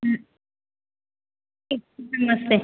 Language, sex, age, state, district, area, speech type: Hindi, female, 18-30, Uttar Pradesh, Azamgarh, urban, conversation